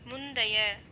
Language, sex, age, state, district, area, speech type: Tamil, female, 45-60, Tamil Nadu, Pudukkottai, rural, read